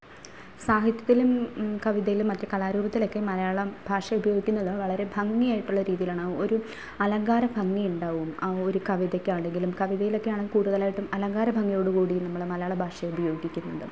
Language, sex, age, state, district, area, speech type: Malayalam, female, 30-45, Kerala, Ernakulam, rural, spontaneous